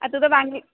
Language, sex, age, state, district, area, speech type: Odia, female, 45-60, Odisha, Angul, rural, conversation